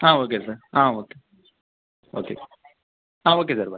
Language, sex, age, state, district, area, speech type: Tamil, male, 18-30, Tamil Nadu, Kallakurichi, urban, conversation